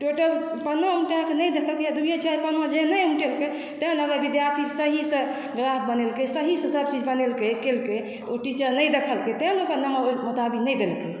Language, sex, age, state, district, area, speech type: Maithili, female, 60+, Bihar, Saharsa, rural, spontaneous